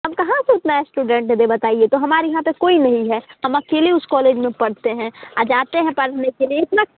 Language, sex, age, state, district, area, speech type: Hindi, female, 18-30, Bihar, Muzaffarpur, rural, conversation